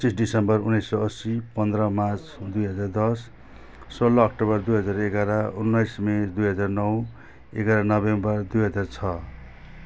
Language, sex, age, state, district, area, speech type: Nepali, male, 45-60, West Bengal, Jalpaiguri, rural, spontaneous